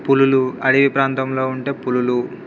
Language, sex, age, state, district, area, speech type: Telugu, male, 18-30, Telangana, Khammam, rural, spontaneous